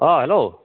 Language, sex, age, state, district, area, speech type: Assamese, male, 45-60, Assam, Goalpara, rural, conversation